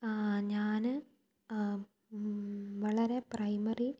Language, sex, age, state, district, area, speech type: Malayalam, female, 18-30, Kerala, Thiruvananthapuram, rural, spontaneous